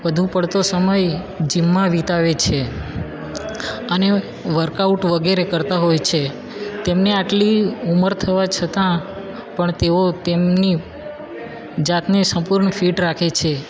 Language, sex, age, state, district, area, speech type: Gujarati, male, 18-30, Gujarat, Valsad, rural, spontaneous